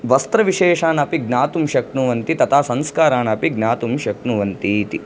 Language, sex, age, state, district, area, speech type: Sanskrit, male, 18-30, Andhra Pradesh, Chittoor, urban, spontaneous